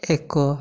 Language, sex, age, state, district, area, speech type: Odia, male, 18-30, Odisha, Mayurbhanj, rural, read